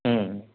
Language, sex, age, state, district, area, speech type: Tamil, male, 45-60, Tamil Nadu, Dharmapuri, urban, conversation